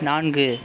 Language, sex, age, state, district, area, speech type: Tamil, male, 18-30, Tamil Nadu, Pudukkottai, rural, read